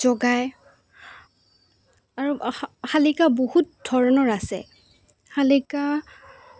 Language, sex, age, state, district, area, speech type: Assamese, female, 18-30, Assam, Goalpara, urban, spontaneous